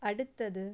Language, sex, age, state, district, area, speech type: Tamil, female, 18-30, Tamil Nadu, Madurai, urban, read